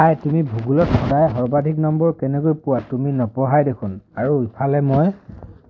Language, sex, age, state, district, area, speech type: Assamese, male, 18-30, Assam, Dhemaji, rural, read